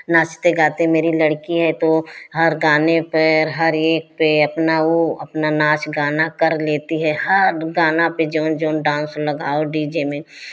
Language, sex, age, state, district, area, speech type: Hindi, female, 60+, Uttar Pradesh, Prayagraj, rural, spontaneous